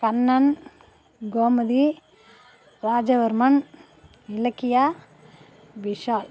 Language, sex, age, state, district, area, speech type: Tamil, female, 45-60, Tamil Nadu, Nagapattinam, rural, spontaneous